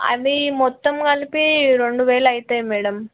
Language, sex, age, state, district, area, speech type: Telugu, female, 18-30, Telangana, Peddapalli, rural, conversation